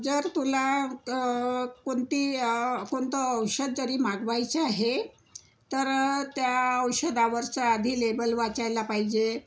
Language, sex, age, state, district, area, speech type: Marathi, female, 60+, Maharashtra, Nagpur, urban, spontaneous